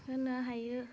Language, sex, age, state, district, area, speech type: Bodo, female, 18-30, Assam, Udalguri, rural, spontaneous